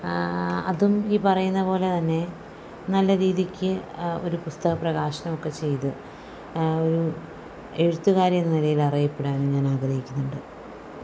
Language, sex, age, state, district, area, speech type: Malayalam, female, 45-60, Kerala, Palakkad, rural, spontaneous